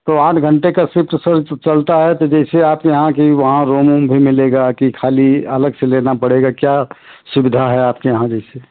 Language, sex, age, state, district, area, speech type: Hindi, male, 60+, Uttar Pradesh, Ayodhya, rural, conversation